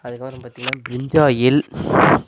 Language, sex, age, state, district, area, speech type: Tamil, male, 18-30, Tamil Nadu, Namakkal, rural, spontaneous